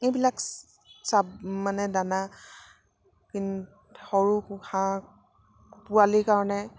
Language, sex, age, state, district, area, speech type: Assamese, female, 45-60, Assam, Dibrugarh, rural, spontaneous